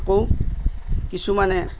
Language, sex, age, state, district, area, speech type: Assamese, male, 45-60, Assam, Darrang, rural, spontaneous